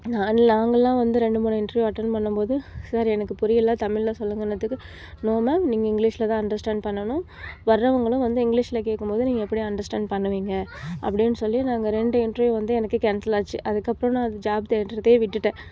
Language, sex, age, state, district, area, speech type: Tamil, female, 30-45, Tamil Nadu, Nagapattinam, rural, spontaneous